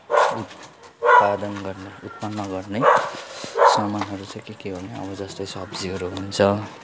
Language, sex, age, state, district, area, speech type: Nepali, male, 60+, West Bengal, Kalimpong, rural, spontaneous